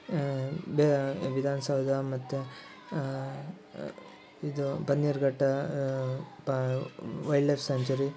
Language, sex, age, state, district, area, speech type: Kannada, male, 18-30, Karnataka, Koppal, rural, spontaneous